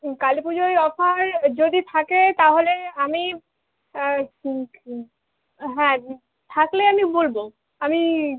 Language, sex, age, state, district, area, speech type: Bengali, female, 18-30, West Bengal, Howrah, urban, conversation